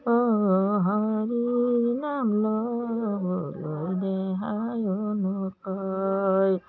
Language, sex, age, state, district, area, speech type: Assamese, female, 60+, Assam, Udalguri, rural, spontaneous